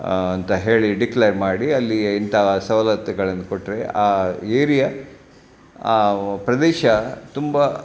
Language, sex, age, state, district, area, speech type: Kannada, male, 60+, Karnataka, Udupi, rural, spontaneous